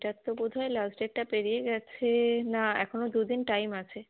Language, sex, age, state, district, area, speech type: Bengali, female, 18-30, West Bengal, Kolkata, urban, conversation